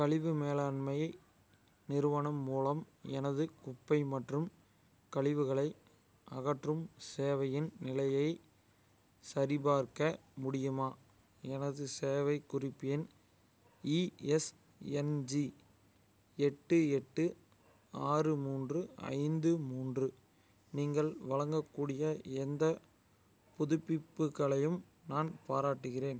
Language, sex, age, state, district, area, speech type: Tamil, male, 18-30, Tamil Nadu, Madurai, rural, read